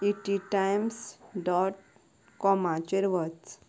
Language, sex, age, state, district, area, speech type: Goan Konkani, female, 18-30, Goa, Canacona, rural, read